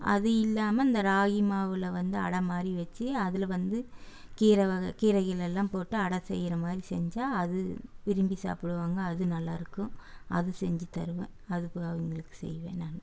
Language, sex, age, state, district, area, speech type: Tamil, female, 60+, Tamil Nadu, Erode, urban, spontaneous